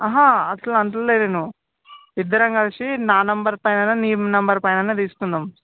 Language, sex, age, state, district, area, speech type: Telugu, male, 18-30, Telangana, Vikarabad, urban, conversation